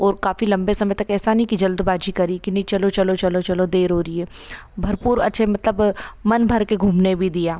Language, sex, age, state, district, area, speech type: Hindi, female, 30-45, Madhya Pradesh, Ujjain, urban, spontaneous